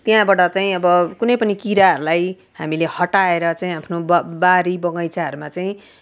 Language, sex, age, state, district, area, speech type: Nepali, female, 45-60, West Bengal, Darjeeling, rural, spontaneous